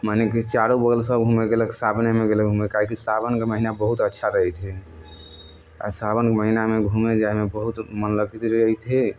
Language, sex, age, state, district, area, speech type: Maithili, male, 45-60, Bihar, Sitamarhi, rural, spontaneous